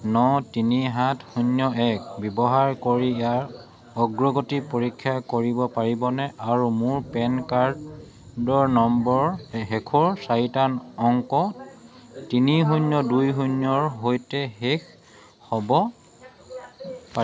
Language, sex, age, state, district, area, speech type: Assamese, male, 30-45, Assam, Sivasagar, rural, read